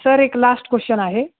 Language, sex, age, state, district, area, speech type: Marathi, male, 18-30, Maharashtra, Jalna, urban, conversation